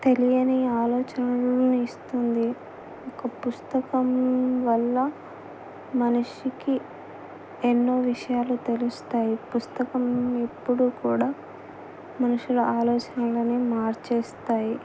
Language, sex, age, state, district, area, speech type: Telugu, female, 18-30, Telangana, Adilabad, urban, spontaneous